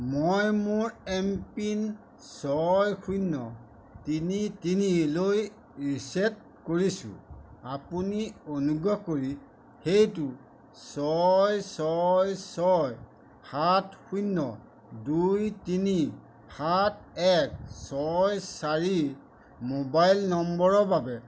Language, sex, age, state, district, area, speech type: Assamese, male, 45-60, Assam, Majuli, rural, read